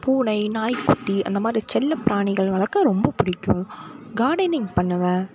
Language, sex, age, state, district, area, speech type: Tamil, female, 18-30, Tamil Nadu, Mayiladuthurai, rural, spontaneous